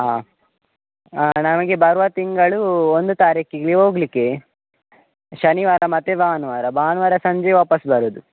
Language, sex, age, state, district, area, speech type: Kannada, male, 18-30, Karnataka, Dakshina Kannada, rural, conversation